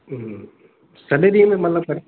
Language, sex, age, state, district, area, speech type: Sindhi, male, 30-45, Madhya Pradesh, Katni, rural, conversation